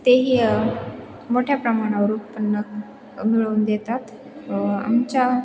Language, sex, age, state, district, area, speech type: Marathi, female, 18-30, Maharashtra, Ahmednagar, rural, spontaneous